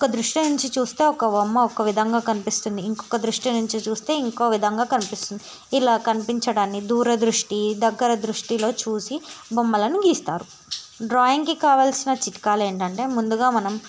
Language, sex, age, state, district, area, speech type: Telugu, female, 18-30, Telangana, Yadadri Bhuvanagiri, urban, spontaneous